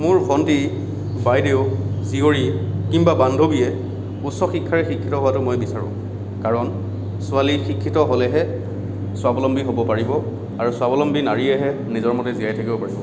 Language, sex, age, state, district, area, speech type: Assamese, male, 30-45, Assam, Kamrup Metropolitan, rural, spontaneous